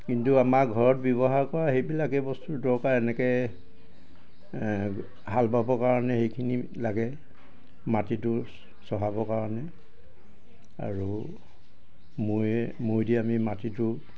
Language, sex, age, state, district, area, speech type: Assamese, male, 60+, Assam, Dibrugarh, urban, spontaneous